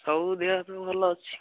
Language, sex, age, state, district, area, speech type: Odia, male, 18-30, Odisha, Jagatsinghpur, rural, conversation